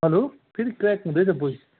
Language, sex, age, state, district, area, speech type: Nepali, male, 45-60, West Bengal, Kalimpong, rural, conversation